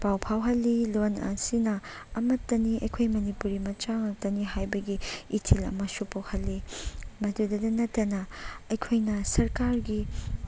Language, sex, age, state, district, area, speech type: Manipuri, female, 45-60, Manipur, Chandel, rural, spontaneous